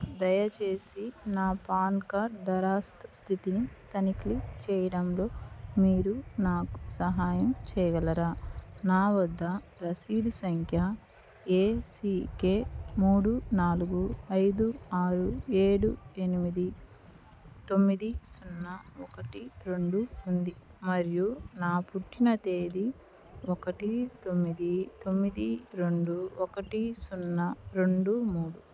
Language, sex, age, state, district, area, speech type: Telugu, female, 30-45, Andhra Pradesh, Nellore, urban, read